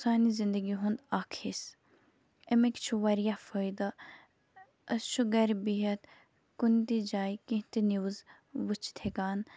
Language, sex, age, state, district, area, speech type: Kashmiri, female, 18-30, Jammu and Kashmir, Kupwara, rural, spontaneous